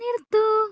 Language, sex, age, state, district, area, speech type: Malayalam, female, 45-60, Kerala, Kozhikode, urban, read